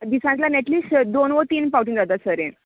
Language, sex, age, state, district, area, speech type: Goan Konkani, female, 18-30, Goa, Tiswadi, rural, conversation